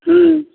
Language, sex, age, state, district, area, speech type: Maithili, male, 60+, Bihar, Begusarai, rural, conversation